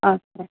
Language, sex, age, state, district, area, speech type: Telugu, female, 30-45, Telangana, Medak, urban, conversation